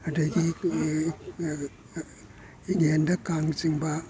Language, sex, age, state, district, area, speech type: Manipuri, male, 60+, Manipur, Kakching, rural, spontaneous